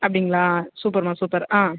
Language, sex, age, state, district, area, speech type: Tamil, female, 18-30, Tamil Nadu, Viluppuram, rural, conversation